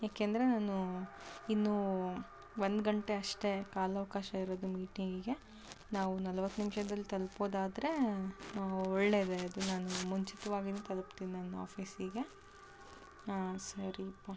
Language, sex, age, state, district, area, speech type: Kannada, female, 30-45, Karnataka, Davanagere, rural, spontaneous